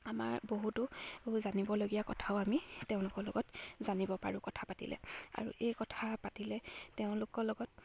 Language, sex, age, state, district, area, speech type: Assamese, female, 18-30, Assam, Charaideo, rural, spontaneous